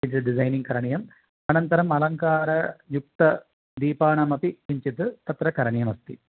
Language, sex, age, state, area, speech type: Sanskrit, male, 45-60, Tamil Nadu, rural, conversation